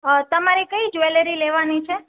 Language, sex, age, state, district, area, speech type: Gujarati, female, 30-45, Gujarat, Rajkot, urban, conversation